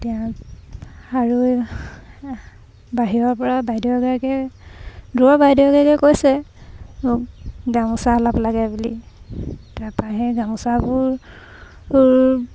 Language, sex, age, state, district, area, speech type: Assamese, female, 30-45, Assam, Sivasagar, rural, spontaneous